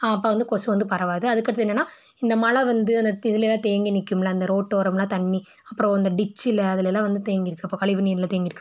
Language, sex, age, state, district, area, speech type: Tamil, female, 18-30, Tamil Nadu, Tiruppur, rural, spontaneous